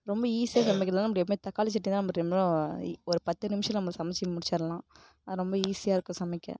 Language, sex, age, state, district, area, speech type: Tamil, female, 18-30, Tamil Nadu, Kallakurichi, rural, spontaneous